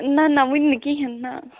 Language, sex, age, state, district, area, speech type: Kashmiri, female, 30-45, Jammu and Kashmir, Bandipora, rural, conversation